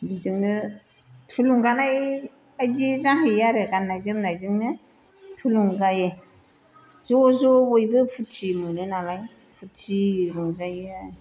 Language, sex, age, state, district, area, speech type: Bodo, female, 60+, Assam, Chirang, rural, spontaneous